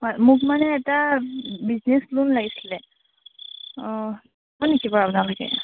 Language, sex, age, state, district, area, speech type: Assamese, female, 18-30, Assam, Golaghat, urban, conversation